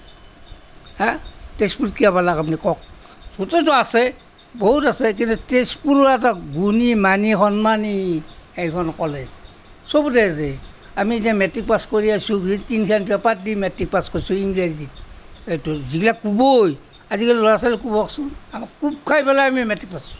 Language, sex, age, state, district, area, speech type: Assamese, male, 60+, Assam, Kamrup Metropolitan, urban, spontaneous